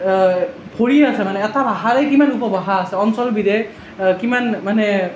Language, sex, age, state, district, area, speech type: Assamese, male, 18-30, Assam, Nalbari, rural, spontaneous